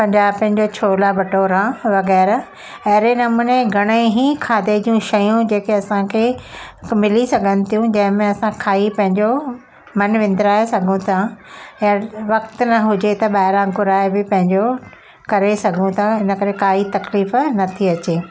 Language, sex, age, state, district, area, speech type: Sindhi, female, 60+, Maharashtra, Mumbai Suburban, urban, spontaneous